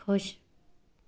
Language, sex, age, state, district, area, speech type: Punjabi, female, 18-30, Punjab, Tarn Taran, rural, read